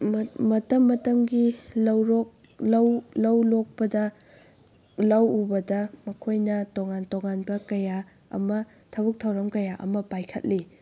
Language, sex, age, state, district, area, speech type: Manipuri, female, 18-30, Manipur, Kakching, rural, spontaneous